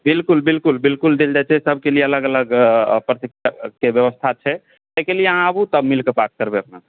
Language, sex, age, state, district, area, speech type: Maithili, male, 18-30, Bihar, Supaul, urban, conversation